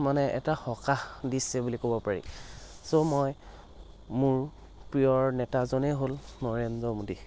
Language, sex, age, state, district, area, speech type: Assamese, male, 45-60, Assam, Dhemaji, rural, spontaneous